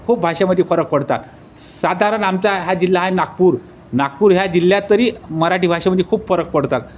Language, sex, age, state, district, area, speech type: Marathi, male, 30-45, Maharashtra, Wardha, urban, spontaneous